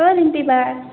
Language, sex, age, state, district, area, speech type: Assamese, female, 60+, Assam, Nagaon, rural, conversation